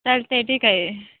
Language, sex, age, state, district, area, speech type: Marathi, female, 18-30, Maharashtra, Satara, rural, conversation